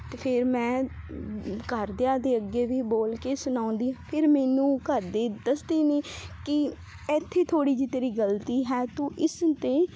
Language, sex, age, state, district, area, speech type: Punjabi, female, 18-30, Punjab, Fazilka, rural, spontaneous